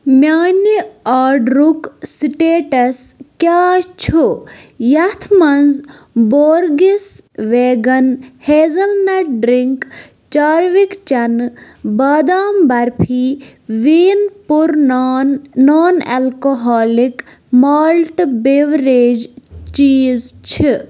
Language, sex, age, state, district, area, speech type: Kashmiri, female, 30-45, Jammu and Kashmir, Bandipora, rural, read